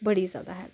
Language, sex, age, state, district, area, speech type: Dogri, female, 18-30, Jammu and Kashmir, Samba, rural, spontaneous